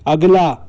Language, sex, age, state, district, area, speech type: Hindi, male, 18-30, Madhya Pradesh, Bhopal, urban, read